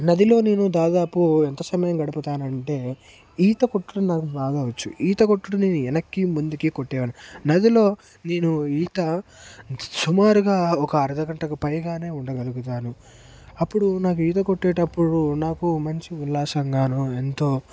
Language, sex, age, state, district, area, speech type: Telugu, male, 18-30, Telangana, Mancherial, rural, spontaneous